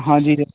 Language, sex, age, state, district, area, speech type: Punjabi, male, 18-30, Punjab, Mohali, rural, conversation